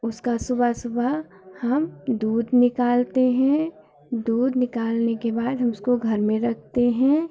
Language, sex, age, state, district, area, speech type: Hindi, female, 45-60, Uttar Pradesh, Hardoi, rural, spontaneous